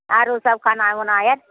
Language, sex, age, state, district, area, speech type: Maithili, female, 45-60, Bihar, Begusarai, rural, conversation